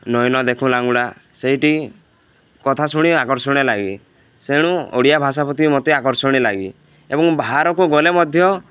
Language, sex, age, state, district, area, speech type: Odia, male, 18-30, Odisha, Balangir, urban, spontaneous